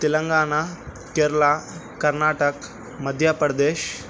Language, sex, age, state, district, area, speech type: Urdu, male, 18-30, Telangana, Hyderabad, urban, spontaneous